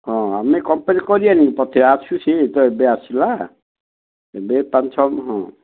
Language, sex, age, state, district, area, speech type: Odia, male, 60+, Odisha, Gajapati, rural, conversation